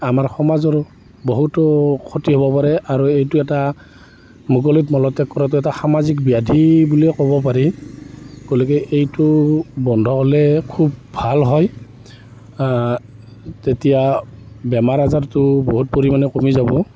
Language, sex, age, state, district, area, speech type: Assamese, male, 45-60, Assam, Barpeta, rural, spontaneous